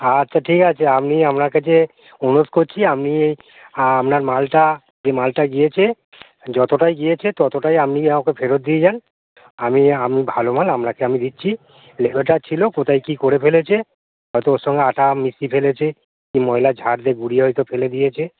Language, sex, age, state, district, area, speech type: Bengali, male, 45-60, West Bengal, Hooghly, rural, conversation